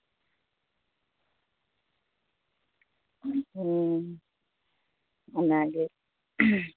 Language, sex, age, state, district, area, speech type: Santali, female, 30-45, West Bengal, Birbhum, rural, conversation